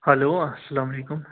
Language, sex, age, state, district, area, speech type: Kashmiri, male, 18-30, Jammu and Kashmir, Srinagar, urban, conversation